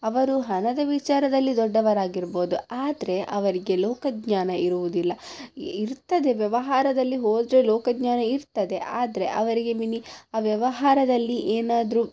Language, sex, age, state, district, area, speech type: Kannada, female, 18-30, Karnataka, Udupi, rural, spontaneous